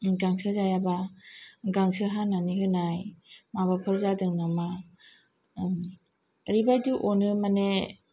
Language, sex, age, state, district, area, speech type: Bodo, female, 45-60, Assam, Kokrajhar, urban, spontaneous